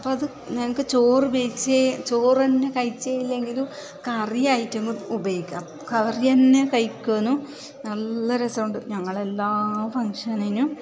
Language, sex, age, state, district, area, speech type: Malayalam, female, 45-60, Kerala, Kasaragod, urban, spontaneous